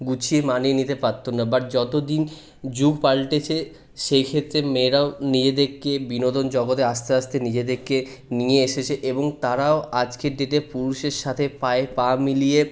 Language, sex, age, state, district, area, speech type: Bengali, male, 30-45, West Bengal, Purulia, urban, spontaneous